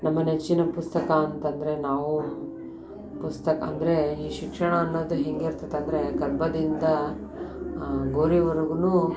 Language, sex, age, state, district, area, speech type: Kannada, female, 30-45, Karnataka, Koppal, rural, spontaneous